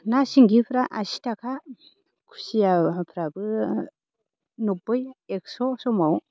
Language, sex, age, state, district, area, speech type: Bodo, female, 30-45, Assam, Baksa, rural, spontaneous